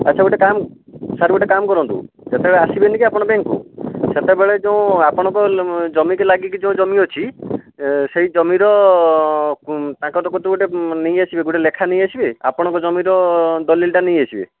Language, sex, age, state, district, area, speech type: Odia, male, 45-60, Odisha, Jajpur, rural, conversation